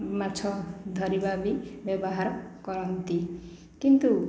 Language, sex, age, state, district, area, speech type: Odia, female, 30-45, Odisha, Khordha, rural, spontaneous